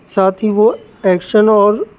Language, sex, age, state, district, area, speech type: Urdu, male, 30-45, Uttar Pradesh, Rampur, urban, spontaneous